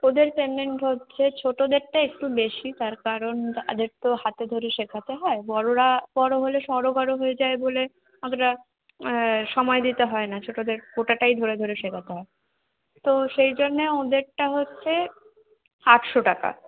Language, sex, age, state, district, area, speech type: Bengali, female, 45-60, West Bengal, Bankura, urban, conversation